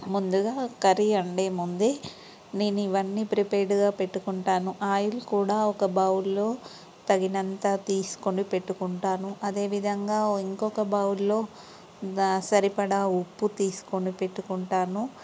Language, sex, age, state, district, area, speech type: Telugu, female, 30-45, Telangana, Peddapalli, rural, spontaneous